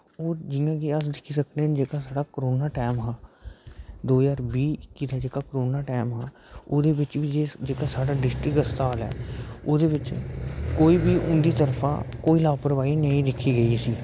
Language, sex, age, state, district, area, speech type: Dogri, male, 30-45, Jammu and Kashmir, Udhampur, urban, spontaneous